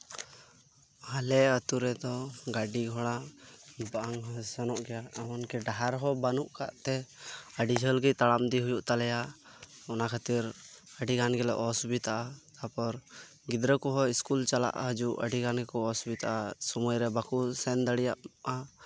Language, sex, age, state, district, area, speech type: Santali, male, 18-30, West Bengal, Birbhum, rural, spontaneous